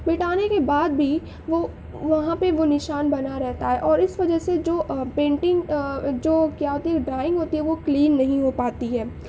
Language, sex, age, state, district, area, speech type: Urdu, female, 18-30, Uttar Pradesh, Mau, urban, spontaneous